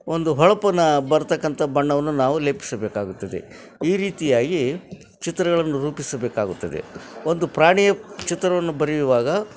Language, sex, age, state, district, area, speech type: Kannada, male, 60+, Karnataka, Koppal, rural, spontaneous